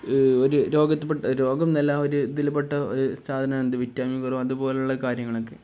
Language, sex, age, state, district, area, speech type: Malayalam, male, 18-30, Kerala, Kozhikode, rural, spontaneous